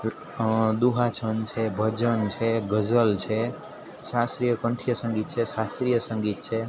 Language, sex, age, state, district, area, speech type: Gujarati, male, 18-30, Gujarat, Junagadh, urban, spontaneous